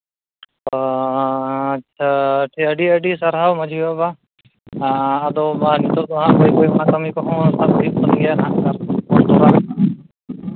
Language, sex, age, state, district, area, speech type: Santali, male, 30-45, Jharkhand, East Singhbhum, rural, conversation